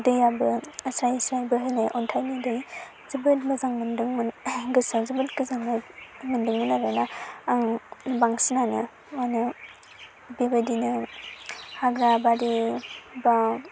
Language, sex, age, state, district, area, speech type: Bodo, female, 18-30, Assam, Baksa, rural, spontaneous